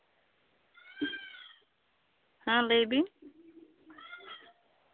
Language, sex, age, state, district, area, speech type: Santali, female, 18-30, West Bengal, Bankura, rural, conversation